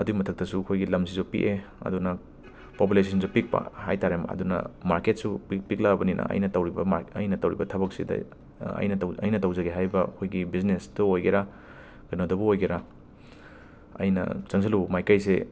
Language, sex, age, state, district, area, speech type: Manipuri, male, 18-30, Manipur, Imphal West, urban, spontaneous